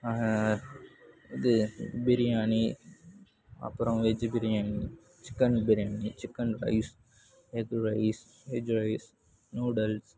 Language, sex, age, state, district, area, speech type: Tamil, male, 18-30, Tamil Nadu, Kallakurichi, rural, spontaneous